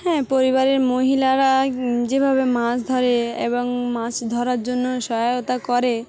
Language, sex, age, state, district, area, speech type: Bengali, female, 30-45, West Bengal, Dakshin Dinajpur, urban, spontaneous